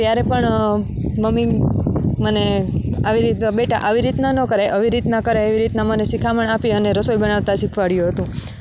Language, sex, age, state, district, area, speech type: Gujarati, female, 18-30, Gujarat, Junagadh, rural, spontaneous